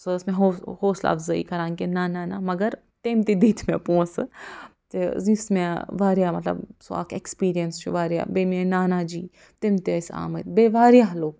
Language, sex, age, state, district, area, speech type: Kashmiri, female, 45-60, Jammu and Kashmir, Budgam, rural, spontaneous